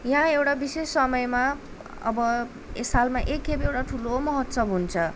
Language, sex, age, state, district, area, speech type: Nepali, female, 18-30, West Bengal, Darjeeling, rural, spontaneous